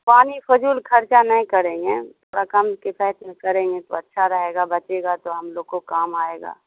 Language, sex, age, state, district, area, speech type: Urdu, female, 60+, Bihar, Khagaria, rural, conversation